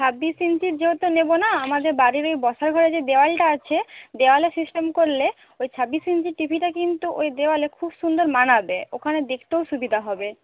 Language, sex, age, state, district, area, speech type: Bengali, female, 18-30, West Bengal, Paschim Medinipur, rural, conversation